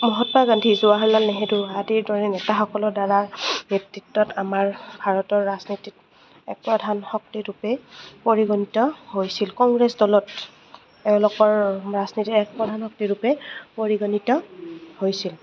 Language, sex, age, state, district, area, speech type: Assamese, female, 30-45, Assam, Goalpara, rural, spontaneous